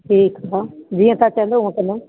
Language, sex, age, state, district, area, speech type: Sindhi, female, 30-45, Uttar Pradesh, Lucknow, urban, conversation